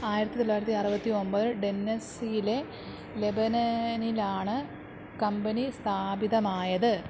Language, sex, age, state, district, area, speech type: Malayalam, female, 30-45, Kerala, Pathanamthitta, rural, read